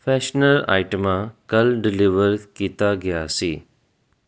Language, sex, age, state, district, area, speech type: Punjabi, male, 30-45, Punjab, Jalandhar, urban, read